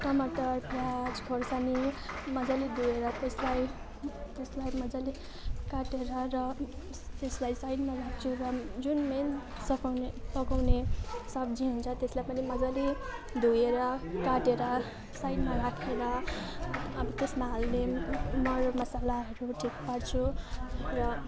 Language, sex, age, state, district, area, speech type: Nepali, female, 18-30, West Bengal, Jalpaiguri, rural, spontaneous